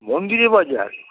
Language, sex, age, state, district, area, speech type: Bengali, male, 60+, West Bengal, Hooghly, rural, conversation